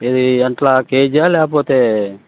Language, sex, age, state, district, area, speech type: Telugu, male, 60+, Andhra Pradesh, Bapatla, urban, conversation